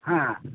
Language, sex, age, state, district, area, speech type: Odia, male, 60+, Odisha, Nayagarh, rural, conversation